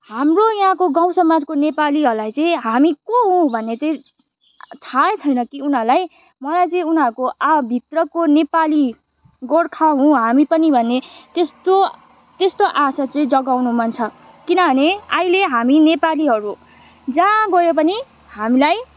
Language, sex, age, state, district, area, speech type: Nepali, female, 18-30, West Bengal, Kalimpong, rural, spontaneous